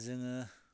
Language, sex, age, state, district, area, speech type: Bodo, male, 45-60, Assam, Baksa, rural, spontaneous